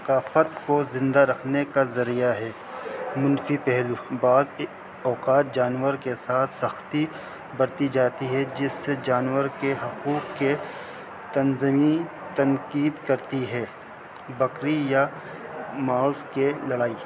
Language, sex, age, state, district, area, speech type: Urdu, male, 45-60, Delhi, North East Delhi, urban, spontaneous